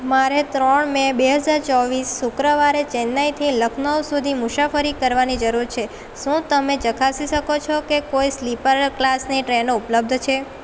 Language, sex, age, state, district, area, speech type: Gujarati, female, 18-30, Gujarat, Valsad, rural, read